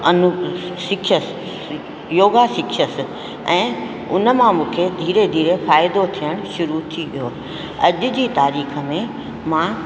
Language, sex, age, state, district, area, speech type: Sindhi, female, 60+, Rajasthan, Ajmer, urban, spontaneous